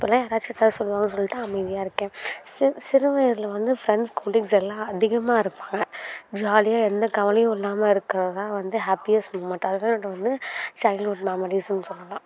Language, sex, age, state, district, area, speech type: Tamil, female, 18-30, Tamil Nadu, Karur, rural, spontaneous